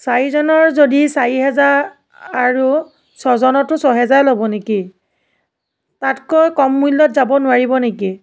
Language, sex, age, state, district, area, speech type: Assamese, female, 45-60, Assam, Morigaon, rural, spontaneous